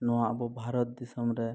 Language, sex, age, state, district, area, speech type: Santali, male, 18-30, Jharkhand, East Singhbhum, rural, spontaneous